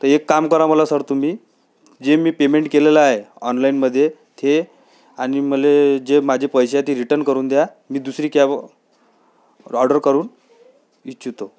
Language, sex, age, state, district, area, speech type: Marathi, male, 18-30, Maharashtra, Amravati, urban, spontaneous